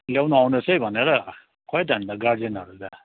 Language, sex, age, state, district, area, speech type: Nepali, male, 30-45, West Bengal, Darjeeling, rural, conversation